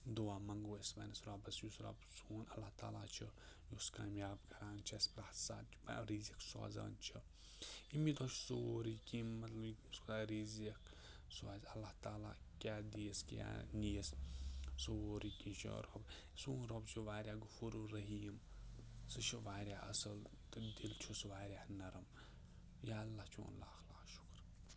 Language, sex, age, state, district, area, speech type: Kashmiri, male, 18-30, Jammu and Kashmir, Kupwara, urban, spontaneous